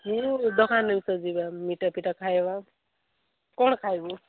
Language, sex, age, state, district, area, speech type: Odia, female, 18-30, Odisha, Nabarangpur, urban, conversation